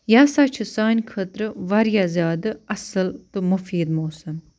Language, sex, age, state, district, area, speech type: Kashmiri, female, 30-45, Jammu and Kashmir, Baramulla, rural, spontaneous